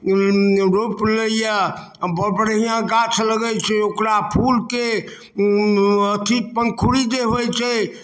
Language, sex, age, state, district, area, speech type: Maithili, male, 60+, Bihar, Darbhanga, rural, spontaneous